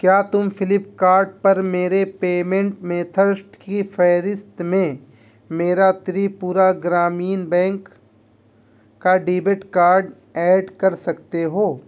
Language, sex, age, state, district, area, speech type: Urdu, male, 18-30, Uttar Pradesh, Muzaffarnagar, urban, read